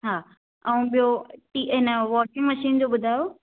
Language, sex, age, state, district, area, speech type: Sindhi, female, 18-30, Maharashtra, Thane, urban, conversation